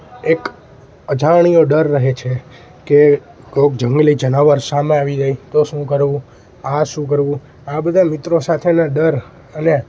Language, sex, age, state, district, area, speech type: Gujarati, male, 18-30, Gujarat, Junagadh, rural, spontaneous